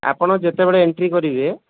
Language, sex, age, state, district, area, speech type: Odia, male, 30-45, Odisha, Sambalpur, rural, conversation